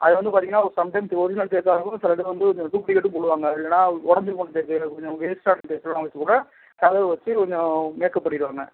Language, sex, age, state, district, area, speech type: Tamil, male, 45-60, Tamil Nadu, Ariyalur, rural, conversation